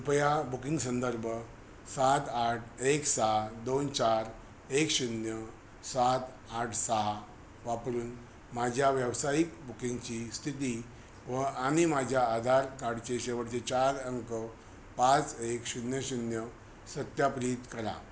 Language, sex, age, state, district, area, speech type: Marathi, male, 60+, Maharashtra, Thane, rural, read